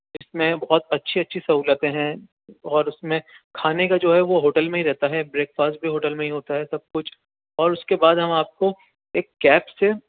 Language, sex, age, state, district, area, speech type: Urdu, male, 18-30, Delhi, Central Delhi, urban, conversation